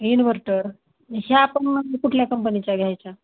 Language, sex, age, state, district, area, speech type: Marathi, female, 30-45, Maharashtra, Osmanabad, rural, conversation